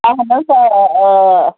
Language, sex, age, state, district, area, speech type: Kashmiri, female, 30-45, Jammu and Kashmir, Ganderbal, rural, conversation